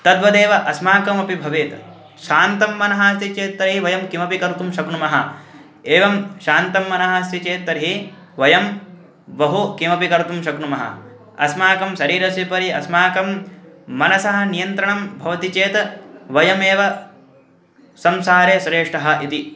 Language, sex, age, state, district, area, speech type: Sanskrit, male, 18-30, Uttar Pradesh, Hardoi, urban, spontaneous